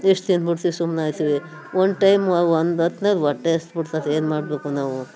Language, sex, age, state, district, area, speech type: Kannada, female, 60+, Karnataka, Mandya, rural, spontaneous